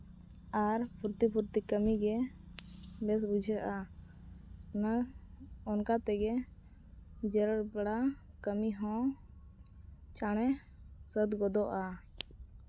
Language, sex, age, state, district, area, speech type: Santali, female, 30-45, Jharkhand, East Singhbhum, rural, spontaneous